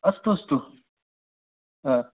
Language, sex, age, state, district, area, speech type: Sanskrit, male, 18-30, Karnataka, Uttara Kannada, rural, conversation